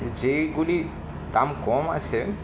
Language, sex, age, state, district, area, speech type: Bengali, male, 18-30, West Bengal, Kolkata, urban, spontaneous